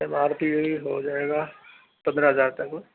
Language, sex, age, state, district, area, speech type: Urdu, male, 30-45, Uttar Pradesh, Gautam Buddha Nagar, urban, conversation